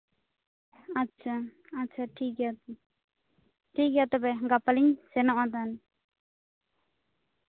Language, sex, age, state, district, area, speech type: Santali, female, 18-30, West Bengal, Bankura, rural, conversation